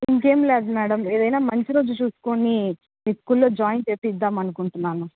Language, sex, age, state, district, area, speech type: Telugu, female, 18-30, Andhra Pradesh, Nellore, rural, conversation